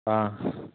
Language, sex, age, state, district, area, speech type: Tamil, male, 30-45, Tamil Nadu, Tiruvarur, urban, conversation